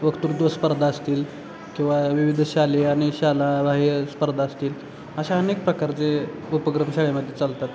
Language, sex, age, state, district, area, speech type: Marathi, male, 18-30, Maharashtra, Satara, rural, spontaneous